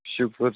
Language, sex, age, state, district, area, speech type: Kashmiri, male, 18-30, Jammu and Kashmir, Bandipora, rural, conversation